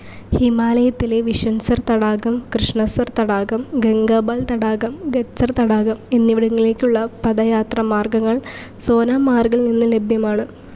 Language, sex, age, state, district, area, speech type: Malayalam, female, 18-30, Kerala, Thrissur, rural, read